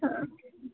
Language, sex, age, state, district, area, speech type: Kannada, female, 18-30, Karnataka, Gulbarga, urban, conversation